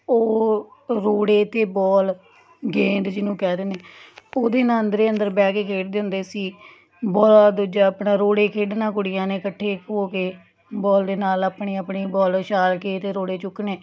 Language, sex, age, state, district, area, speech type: Punjabi, female, 30-45, Punjab, Tarn Taran, urban, spontaneous